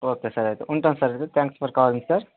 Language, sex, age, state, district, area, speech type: Telugu, male, 60+, Andhra Pradesh, Vizianagaram, rural, conversation